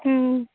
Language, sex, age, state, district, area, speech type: Telugu, female, 30-45, Andhra Pradesh, Annamaya, urban, conversation